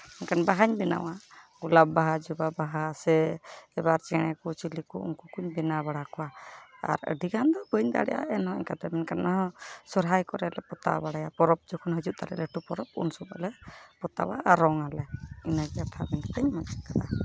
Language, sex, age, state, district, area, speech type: Santali, female, 30-45, West Bengal, Malda, rural, spontaneous